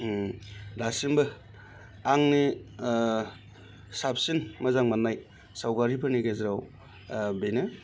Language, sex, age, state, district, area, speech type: Bodo, male, 30-45, Assam, Baksa, urban, spontaneous